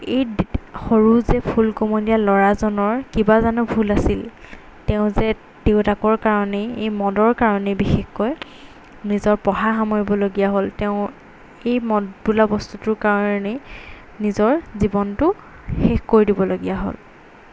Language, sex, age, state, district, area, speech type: Assamese, female, 18-30, Assam, Golaghat, urban, spontaneous